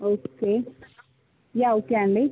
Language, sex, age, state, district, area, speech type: Telugu, female, 45-60, Andhra Pradesh, Visakhapatnam, urban, conversation